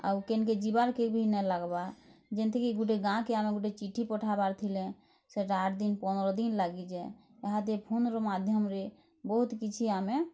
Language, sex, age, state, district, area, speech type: Odia, female, 30-45, Odisha, Bargarh, rural, spontaneous